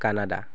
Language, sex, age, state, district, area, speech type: Assamese, male, 30-45, Assam, Sivasagar, urban, spontaneous